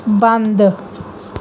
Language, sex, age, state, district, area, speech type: Punjabi, female, 30-45, Punjab, Pathankot, rural, read